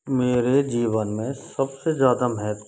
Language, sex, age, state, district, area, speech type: Hindi, male, 30-45, Rajasthan, Karauli, rural, spontaneous